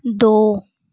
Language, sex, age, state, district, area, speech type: Hindi, female, 18-30, Uttar Pradesh, Jaunpur, urban, read